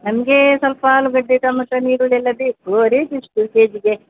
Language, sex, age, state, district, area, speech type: Kannada, female, 60+, Karnataka, Dakshina Kannada, rural, conversation